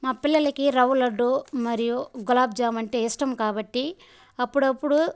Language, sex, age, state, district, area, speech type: Telugu, female, 18-30, Andhra Pradesh, Sri Balaji, rural, spontaneous